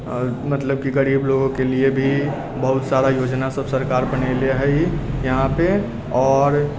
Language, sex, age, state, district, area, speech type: Maithili, male, 18-30, Bihar, Sitamarhi, rural, spontaneous